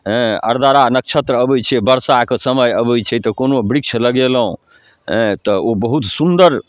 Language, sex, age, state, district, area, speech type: Maithili, male, 45-60, Bihar, Darbhanga, rural, spontaneous